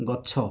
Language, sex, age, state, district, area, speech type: Odia, male, 45-60, Odisha, Balasore, rural, read